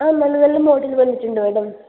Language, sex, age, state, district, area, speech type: Malayalam, female, 45-60, Kerala, Kasaragod, urban, conversation